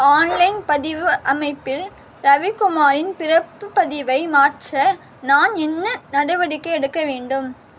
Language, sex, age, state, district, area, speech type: Tamil, female, 18-30, Tamil Nadu, Vellore, urban, read